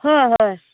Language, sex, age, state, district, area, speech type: Assamese, female, 45-60, Assam, Dhemaji, rural, conversation